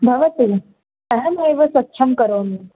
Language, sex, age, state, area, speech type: Sanskrit, female, 18-30, Rajasthan, urban, conversation